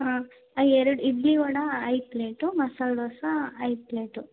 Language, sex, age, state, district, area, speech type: Kannada, female, 18-30, Karnataka, Chitradurga, rural, conversation